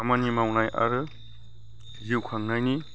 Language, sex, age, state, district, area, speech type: Bodo, male, 45-60, Assam, Chirang, rural, spontaneous